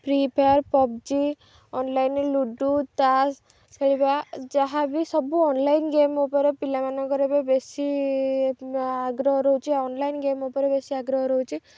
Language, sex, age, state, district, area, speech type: Odia, female, 18-30, Odisha, Jagatsinghpur, urban, spontaneous